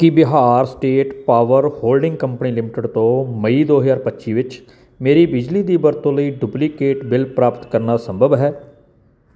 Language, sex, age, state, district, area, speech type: Punjabi, male, 45-60, Punjab, Barnala, urban, read